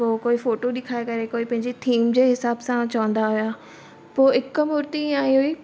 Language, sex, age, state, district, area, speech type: Sindhi, female, 18-30, Gujarat, Surat, urban, spontaneous